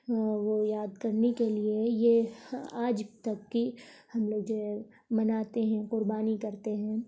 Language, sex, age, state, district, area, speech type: Urdu, female, 45-60, Uttar Pradesh, Lucknow, rural, spontaneous